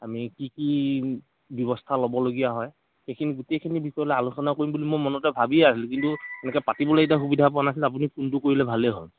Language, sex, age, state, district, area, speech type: Assamese, male, 45-60, Assam, Dhemaji, rural, conversation